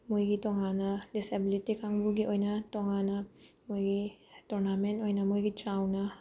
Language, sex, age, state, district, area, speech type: Manipuri, female, 18-30, Manipur, Bishnupur, rural, spontaneous